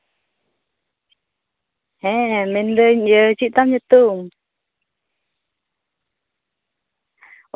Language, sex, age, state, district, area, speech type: Santali, female, 30-45, West Bengal, Birbhum, rural, conversation